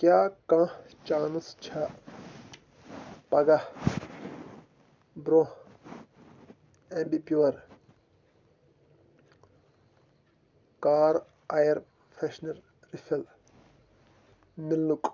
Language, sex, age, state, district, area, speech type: Kashmiri, male, 18-30, Jammu and Kashmir, Pulwama, rural, read